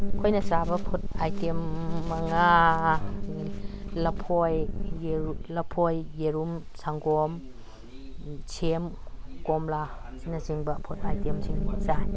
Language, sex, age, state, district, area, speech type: Manipuri, female, 60+, Manipur, Imphal East, rural, spontaneous